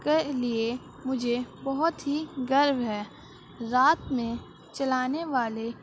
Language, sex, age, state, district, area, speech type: Urdu, female, 18-30, Uttar Pradesh, Gautam Buddha Nagar, rural, spontaneous